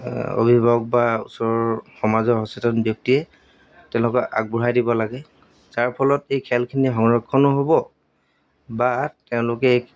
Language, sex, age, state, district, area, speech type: Assamese, male, 30-45, Assam, Golaghat, urban, spontaneous